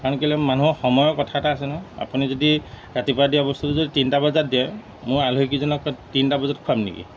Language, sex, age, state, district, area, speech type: Assamese, male, 45-60, Assam, Golaghat, rural, spontaneous